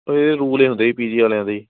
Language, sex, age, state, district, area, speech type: Punjabi, male, 18-30, Punjab, Patiala, urban, conversation